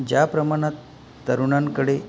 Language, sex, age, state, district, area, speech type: Marathi, male, 45-60, Maharashtra, Palghar, rural, spontaneous